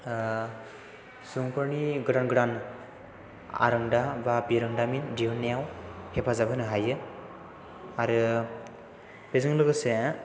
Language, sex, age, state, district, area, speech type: Bodo, male, 18-30, Assam, Chirang, rural, spontaneous